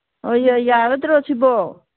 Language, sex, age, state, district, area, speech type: Manipuri, female, 60+, Manipur, Imphal East, rural, conversation